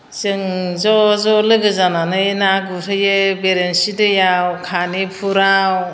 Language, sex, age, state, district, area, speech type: Bodo, female, 60+, Assam, Chirang, urban, spontaneous